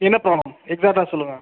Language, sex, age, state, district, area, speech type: Tamil, male, 18-30, Tamil Nadu, Sivaganga, rural, conversation